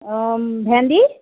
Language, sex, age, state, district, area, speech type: Assamese, female, 30-45, Assam, Jorhat, urban, conversation